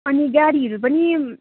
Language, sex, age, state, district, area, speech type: Nepali, female, 18-30, West Bengal, Kalimpong, rural, conversation